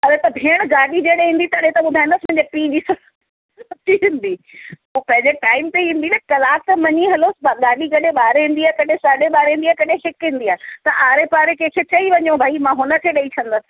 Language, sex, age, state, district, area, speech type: Sindhi, female, 45-60, Uttar Pradesh, Lucknow, rural, conversation